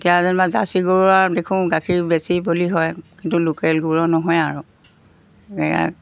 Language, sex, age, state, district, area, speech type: Assamese, female, 60+, Assam, Golaghat, rural, spontaneous